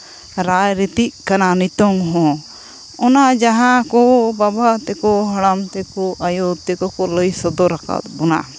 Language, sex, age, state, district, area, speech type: Santali, female, 45-60, Jharkhand, Seraikela Kharsawan, rural, spontaneous